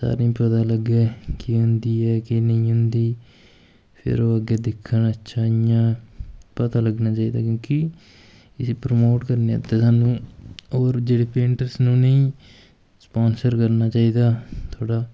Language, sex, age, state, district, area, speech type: Dogri, male, 18-30, Jammu and Kashmir, Kathua, rural, spontaneous